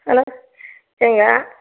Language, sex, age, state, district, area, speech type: Tamil, female, 60+, Tamil Nadu, Erode, rural, conversation